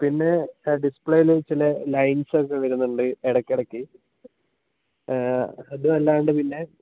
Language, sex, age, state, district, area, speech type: Malayalam, male, 18-30, Kerala, Wayanad, rural, conversation